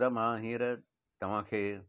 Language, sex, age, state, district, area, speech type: Sindhi, male, 60+, Gujarat, Surat, urban, spontaneous